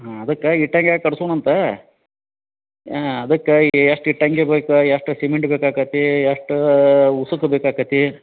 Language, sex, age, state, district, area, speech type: Kannada, male, 45-60, Karnataka, Dharwad, rural, conversation